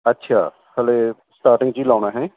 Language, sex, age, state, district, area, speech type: Punjabi, male, 30-45, Punjab, Barnala, rural, conversation